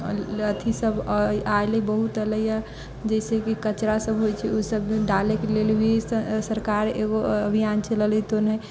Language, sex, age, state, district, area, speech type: Maithili, female, 30-45, Bihar, Sitamarhi, rural, spontaneous